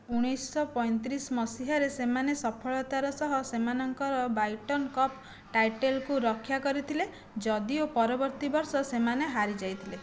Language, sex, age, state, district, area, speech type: Odia, female, 18-30, Odisha, Jajpur, rural, read